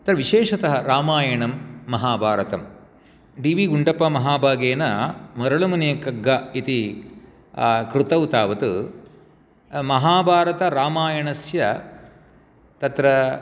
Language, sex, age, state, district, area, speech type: Sanskrit, male, 60+, Karnataka, Shimoga, urban, spontaneous